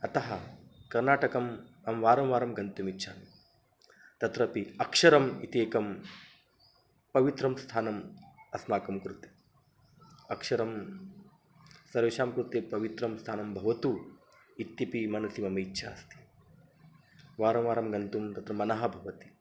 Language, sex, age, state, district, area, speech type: Sanskrit, male, 30-45, Maharashtra, Nagpur, urban, spontaneous